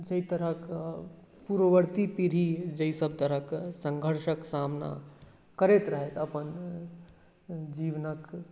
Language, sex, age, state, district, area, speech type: Maithili, male, 30-45, Bihar, Madhubani, rural, spontaneous